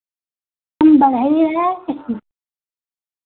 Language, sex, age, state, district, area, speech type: Hindi, female, 60+, Uttar Pradesh, Sitapur, rural, conversation